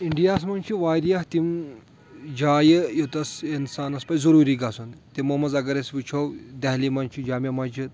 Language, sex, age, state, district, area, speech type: Kashmiri, male, 30-45, Jammu and Kashmir, Anantnag, rural, spontaneous